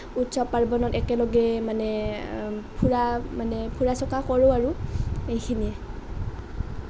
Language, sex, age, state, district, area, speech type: Assamese, female, 18-30, Assam, Nalbari, rural, spontaneous